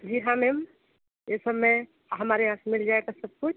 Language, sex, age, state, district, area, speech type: Hindi, other, 30-45, Uttar Pradesh, Sonbhadra, rural, conversation